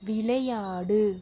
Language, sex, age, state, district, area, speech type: Tamil, female, 18-30, Tamil Nadu, Pudukkottai, rural, read